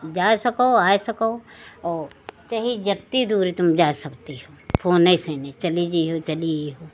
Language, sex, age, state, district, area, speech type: Hindi, female, 60+, Uttar Pradesh, Lucknow, rural, spontaneous